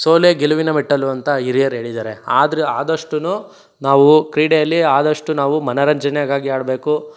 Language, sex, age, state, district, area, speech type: Kannada, male, 18-30, Karnataka, Chikkaballapur, rural, spontaneous